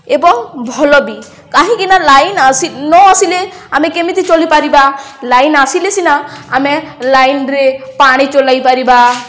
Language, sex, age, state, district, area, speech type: Odia, female, 18-30, Odisha, Balangir, urban, spontaneous